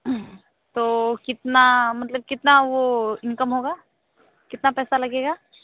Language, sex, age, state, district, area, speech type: Hindi, female, 30-45, Uttar Pradesh, Sonbhadra, rural, conversation